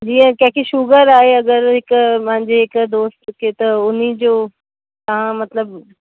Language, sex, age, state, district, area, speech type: Sindhi, female, 30-45, Uttar Pradesh, Lucknow, urban, conversation